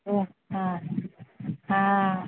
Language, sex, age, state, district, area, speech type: Urdu, female, 60+, Bihar, Khagaria, rural, conversation